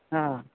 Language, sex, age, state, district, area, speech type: Odia, female, 45-60, Odisha, Sundergarh, rural, conversation